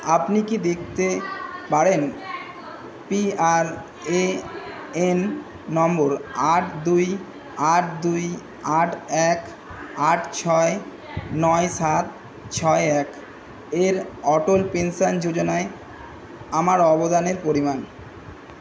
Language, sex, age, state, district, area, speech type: Bengali, male, 18-30, West Bengal, Kolkata, urban, read